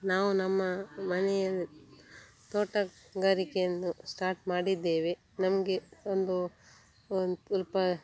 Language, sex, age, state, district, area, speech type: Kannada, female, 30-45, Karnataka, Dakshina Kannada, rural, spontaneous